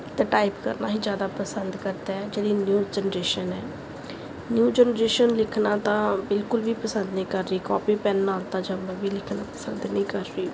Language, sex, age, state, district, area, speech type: Punjabi, female, 18-30, Punjab, Gurdaspur, urban, spontaneous